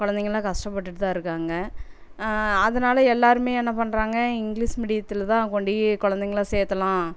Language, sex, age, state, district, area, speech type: Tamil, female, 45-60, Tamil Nadu, Erode, rural, spontaneous